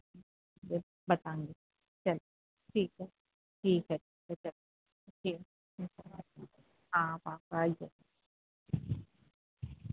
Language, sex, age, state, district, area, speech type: Urdu, female, 45-60, Uttar Pradesh, Rampur, urban, conversation